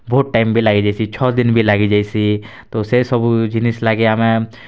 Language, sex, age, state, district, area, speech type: Odia, male, 18-30, Odisha, Kalahandi, rural, spontaneous